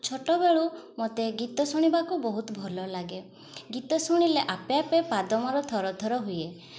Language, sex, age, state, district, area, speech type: Odia, female, 18-30, Odisha, Mayurbhanj, rural, spontaneous